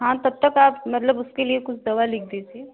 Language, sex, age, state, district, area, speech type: Hindi, female, 18-30, Uttar Pradesh, Ghazipur, rural, conversation